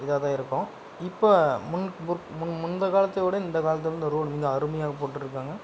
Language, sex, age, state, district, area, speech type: Tamil, male, 45-60, Tamil Nadu, Dharmapuri, rural, spontaneous